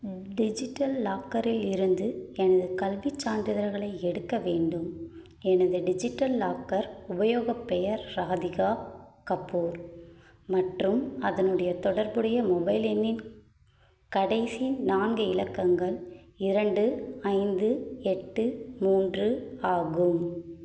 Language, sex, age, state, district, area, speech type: Tamil, female, 30-45, Tamil Nadu, Kanchipuram, urban, read